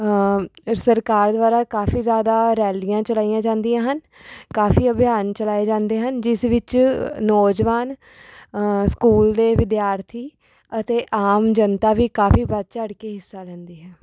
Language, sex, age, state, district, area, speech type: Punjabi, female, 18-30, Punjab, Rupnagar, urban, spontaneous